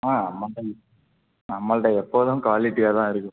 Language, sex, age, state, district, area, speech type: Tamil, male, 18-30, Tamil Nadu, Thanjavur, rural, conversation